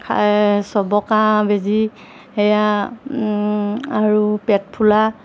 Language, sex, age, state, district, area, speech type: Assamese, female, 45-60, Assam, Golaghat, urban, spontaneous